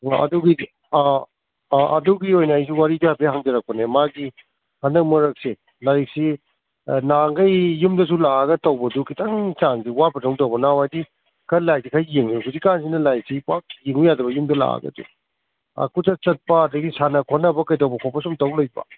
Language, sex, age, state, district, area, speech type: Manipuri, male, 45-60, Manipur, Kakching, rural, conversation